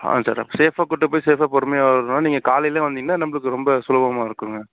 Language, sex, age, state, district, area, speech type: Tamil, male, 45-60, Tamil Nadu, Sivaganga, urban, conversation